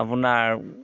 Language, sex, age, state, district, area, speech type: Assamese, male, 45-60, Assam, Dhemaji, rural, spontaneous